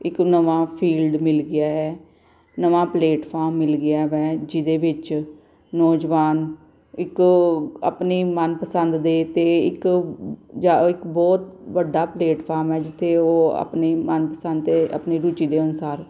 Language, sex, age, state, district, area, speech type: Punjabi, female, 45-60, Punjab, Gurdaspur, urban, spontaneous